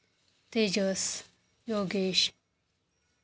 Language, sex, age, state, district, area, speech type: Marathi, female, 30-45, Maharashtra, Beed, urban, spontaneous